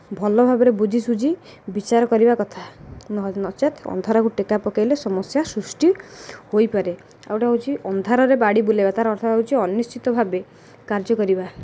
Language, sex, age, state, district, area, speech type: Odia, female, 18-30, Odisha, Jagatsinghpur, rural, spontaneous